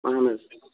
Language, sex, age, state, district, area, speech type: Kashmiri, male, 18-30, Jammu and Kashmir, Shopian, rural, conversation